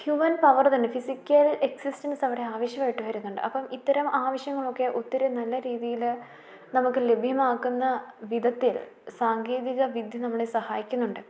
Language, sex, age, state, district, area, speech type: Malayalam, female, 30-45, Kerala, Idukki, rural, spontaneous